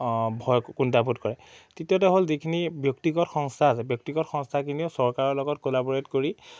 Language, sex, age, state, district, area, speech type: Assamese, male, 18-30, Assam, Majuli, urban, spontaneous